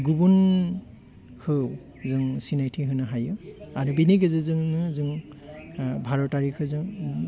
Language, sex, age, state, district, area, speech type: Bodo, male, 30-45, Assam, Udalguri, urban, spontaneous